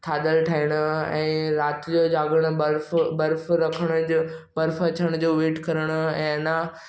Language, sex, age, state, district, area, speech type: Sindhi, male, 18-30, Maharashtra, Mumbai Suburban, urban, spontaneous